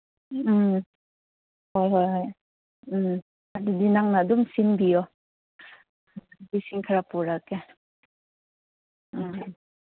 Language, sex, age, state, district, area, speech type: Manipuri, female, 30-45, Manipur, Chandel, rural, conversation